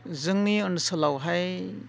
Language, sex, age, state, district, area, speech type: Bodo, male, 45-60, Assam, Udalguri, rural, spontaneous